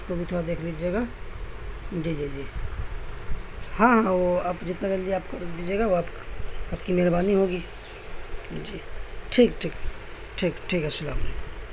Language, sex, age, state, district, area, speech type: Urdu, male, 18-30, Bihar, Madhubani, rural, spontaneous